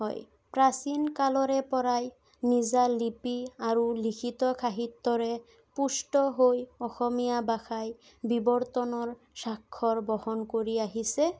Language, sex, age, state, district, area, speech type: Assamese, female, 18-30, Assam, Sonitpur, rural, spontaneous